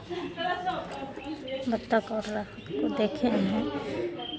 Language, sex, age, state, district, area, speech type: Hindi, female, 45-60, Bihar, Madhepura, rural, spontaneous